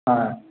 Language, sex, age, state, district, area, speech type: Bengali, male, 45-60, West Bengal, Purba Bardhaman, urban, conversation